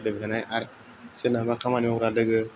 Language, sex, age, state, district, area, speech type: Bodo, male, 18-30, Assam, Kokrajhar, rural, spontaneous